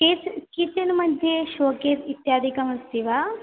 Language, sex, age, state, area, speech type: Sanskrit, female, 18-30, Assam, rural, conversation